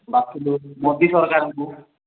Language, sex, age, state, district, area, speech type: Odia, male, 18-30, Odisha, Nabarangpur, urban, conversation